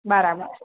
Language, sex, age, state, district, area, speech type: Gujarati, female, 45-60, Gujarat, Surat, urban, conversation